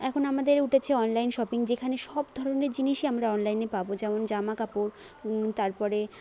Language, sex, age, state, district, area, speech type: Bengali, female, 30-45, West Bengal, Jhargram, rural, spontaneous